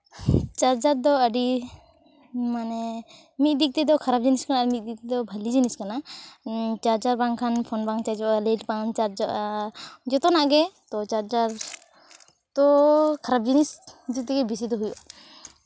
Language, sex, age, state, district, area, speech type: Santali, female, 18-30, West Bengal, Purulia, rural, spontaneous